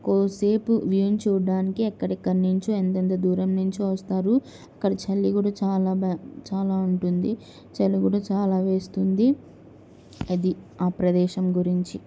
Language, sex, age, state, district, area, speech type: Telugu, female, 18-30, Andhra Pradesh, Kadapa, urban, spontaneous